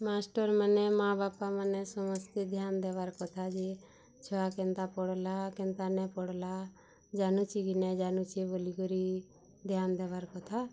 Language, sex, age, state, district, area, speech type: Odia, female, 30-45, Odisha, Bargarh, urban, spontaneous